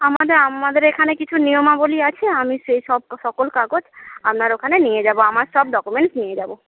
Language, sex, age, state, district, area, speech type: Bengali, female, 30-45, West Bengal, Paschim Medinipur, rural, conversation